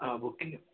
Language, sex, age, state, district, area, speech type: Malayalam, male, 18-30, Kerala, Wayanad, rural, conversation